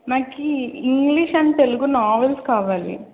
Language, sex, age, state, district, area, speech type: Telugu, female, 18-30, Telangana, Karimnagar, urban, conversation